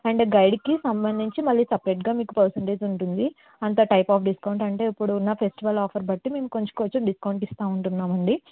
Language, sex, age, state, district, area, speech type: Telugu, female, 18-30, Andhra Pradesh, N T Rama Rao, urban, conversation